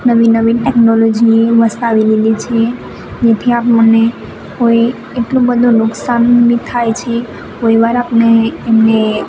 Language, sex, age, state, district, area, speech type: Gujarati, female, 18-30, Gujarat, Narmada, rural, spontaneous